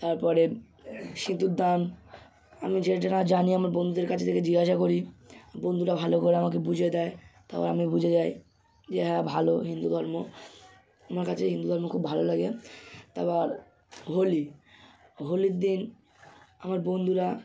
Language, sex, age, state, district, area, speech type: Bengali, male, 18-30, West Bengal, Hooghly, urban, spontaneous